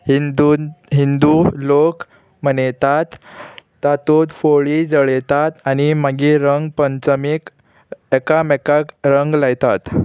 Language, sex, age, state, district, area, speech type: Goan Konkani, male, 18-30, Goa, Murmgao, urban, spontaneous